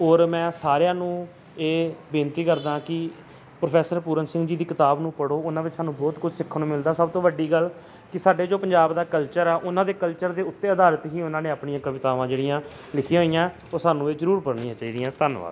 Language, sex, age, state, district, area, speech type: Punjabi, male, 30-45, Punjab, Gurdaspur, urban, spontaneous